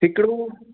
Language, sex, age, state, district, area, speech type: Sindhi, male, 18-30, Rajasthan, Ajmer, urban, conversation